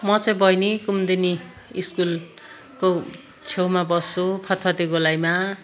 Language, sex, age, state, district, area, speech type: Nepali, female, 60+, West Bengal, Kalimpong, rural, spontaneous